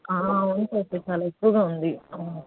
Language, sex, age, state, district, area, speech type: Telugu, female, 30-45, Andhra Pradesh, Nellore, urban, conversation